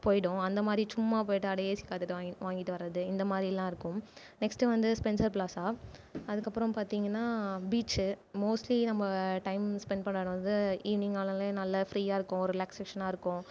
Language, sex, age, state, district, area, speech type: Tamil, female, 18-30, Tamil Nadu, Viluppuram, urban, spontaneous